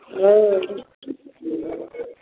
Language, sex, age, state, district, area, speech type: Maithili, female, 60+, Bihar, Darbhanga, urban, conversation